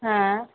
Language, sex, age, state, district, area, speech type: Dogri, female, 18-30, Jammu and Kashmir, Kathua, rural, conversation